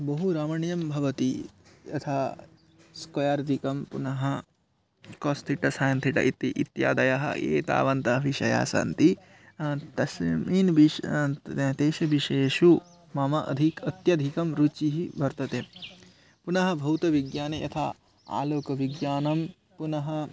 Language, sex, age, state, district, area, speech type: Sanskrit, male, 18-30, West Bengal, Paschim Medinipur, urban, spontaneous